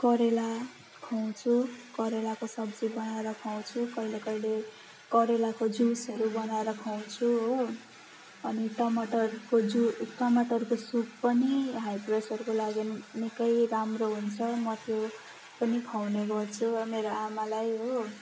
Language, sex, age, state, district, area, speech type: Nepali, female, 30-45, West Bengal, Darjeeling, rural, spontaneous